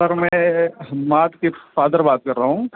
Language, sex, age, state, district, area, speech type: Urdu, male, 18-30, Delhi, South Delhi, urban, conversation